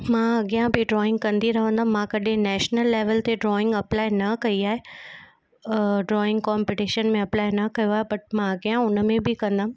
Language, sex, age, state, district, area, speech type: Sindhi, female, 18-30, Gujarat, Kutch, urban, spontaneous